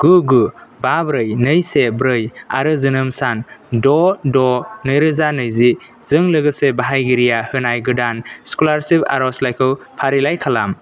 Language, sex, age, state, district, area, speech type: Bodo, male, 18-30, Assam, Kokrajhar, rural, read